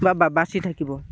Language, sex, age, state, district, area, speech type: Assamese, male, 18-30, Assam, Dibrugarh, urban, spontaneous